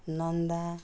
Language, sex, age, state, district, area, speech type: Nepali, female, 60+, West Bengal, Jalpaiguri, rural, spontaneous